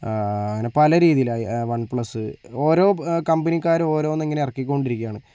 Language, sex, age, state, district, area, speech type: Malayalam, male, 60+, Kerala, Kozhikode, urban, spontaneous